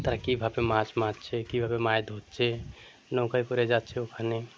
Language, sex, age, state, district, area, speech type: Bengali, male, 30-45, West Bengal, Birbhum, urban, spontaneous